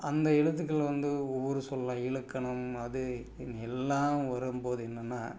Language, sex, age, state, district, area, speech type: Tamil, male, 45-60, Tamil Nadu, Tiruppur, rural, spontaneous